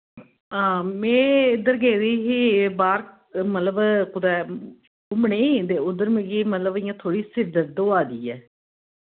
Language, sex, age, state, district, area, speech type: Dogri, female, 60+, Jammu and Kashmir, Reasi, rural, conversation